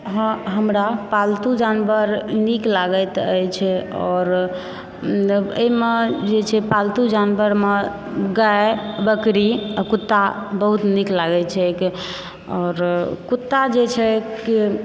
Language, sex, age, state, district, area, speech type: Maithili, female, 45-60, Bihar, Supaul, urban, spontaneous